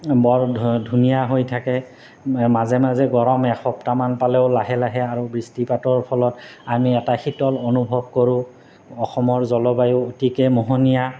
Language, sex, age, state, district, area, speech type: Assamese, male, 30-45, Assam, Goalpara, urban, spontaneous